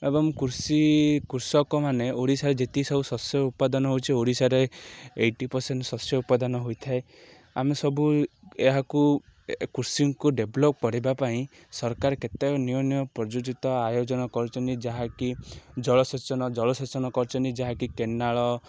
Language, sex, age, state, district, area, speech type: Odia, male, 30-45, Odisha, Ganjam, urban, spontaneous